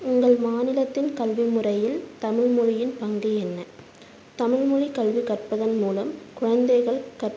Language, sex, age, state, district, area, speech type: Tamil, female, 18-30, Tamil Nadu, Tiruppur, urban, spontaneous